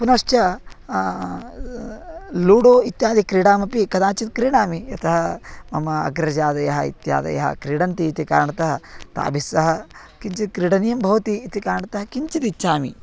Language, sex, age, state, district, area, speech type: Sanskrit, male, 18-30, Karnataka, Vijayapura, rural, spontaneous